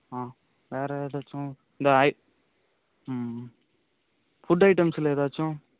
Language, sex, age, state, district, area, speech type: Tamil, male, 30-45, Tamil Nadu, Ariyalur, rural, conversation